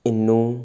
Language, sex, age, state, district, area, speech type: Punjabi, male, 18-30, Punjab, Faridkot, urban, spontaneous